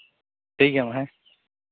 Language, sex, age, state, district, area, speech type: Santali, male, 30-45, Jharkhand, East Singhbhum, rural, conversation